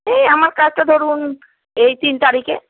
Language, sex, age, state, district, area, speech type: Bengali, female, 45-60, West Bengal, Hooghly, rural, conversation